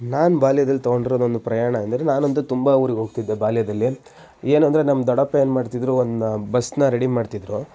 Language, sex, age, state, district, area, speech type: Kannada, male, 18-30, Karnataka, Shimoga, rural, spontaneous